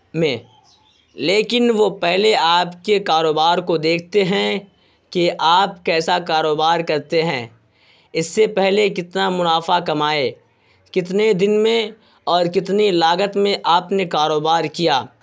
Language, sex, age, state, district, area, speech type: Urdu, male, 18-30, Bihar, Purnia, rural, spontaneous